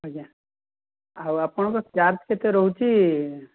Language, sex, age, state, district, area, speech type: Odia, male, 18-30, Odisha, Dhenkanal, rural, conversation